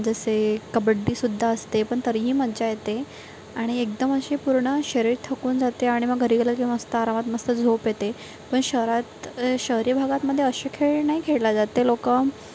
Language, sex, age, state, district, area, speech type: Marathi, female, 18-30, Maharashtra, Wardha, rural, spontaneous